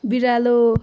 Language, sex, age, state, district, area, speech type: Nepali, female, 18-30, West Bengal, Kalimpong, rural, read